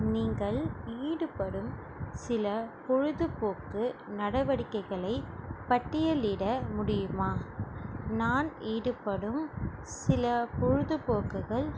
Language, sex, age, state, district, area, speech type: Tamil, female, 18-30, Tamil Nadu, Ranipet, urban, spontaneous